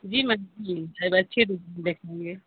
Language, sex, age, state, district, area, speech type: Hindi, female, 30-45, Uttar Pradesh, Azamgarh, rural, conversation